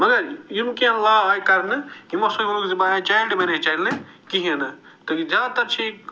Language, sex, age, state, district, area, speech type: Kashmiri, male, 45-60, Jammu and Kashmir, Srinagar, urban, spontaneous